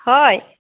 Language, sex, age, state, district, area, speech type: Assamese, female, 45-60, Assam, Barpeta, urban, conversation